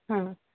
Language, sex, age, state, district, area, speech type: Kannada, female, 18-30, Karnataka, Shimoga, rural, conversation